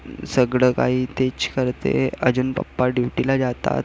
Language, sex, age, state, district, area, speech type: Marathi, male, 18-30, Maharashtra, Nagpur, urban, spontaneous